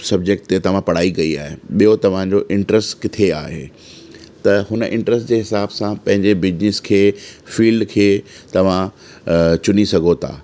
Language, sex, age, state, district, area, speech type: Sindhi, male, 30-45, Delhi, South Delhi, urban, spontaneous